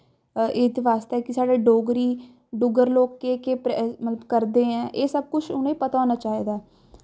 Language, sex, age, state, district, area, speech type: Dogri, female, 18-30, Jammu and Kashmir, Samba, urban, spontaneous